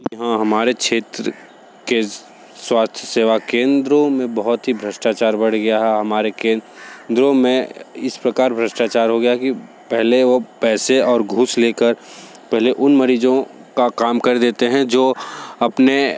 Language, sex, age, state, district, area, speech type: Hindi, male, 18-30, Uttar Pradesh, Sonbhadra, rural, spontaneous